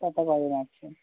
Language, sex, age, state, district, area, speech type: Assamese, female, 45-60, Assam, Tinsukia, rural, conversation